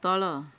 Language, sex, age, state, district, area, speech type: Odia, female, 60+, Odisha, Kendujhar, urban, read